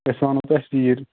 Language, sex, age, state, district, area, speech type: Kashmiri, male, 18-30, Jammu and Kashmir, Kupwara, urban, conversation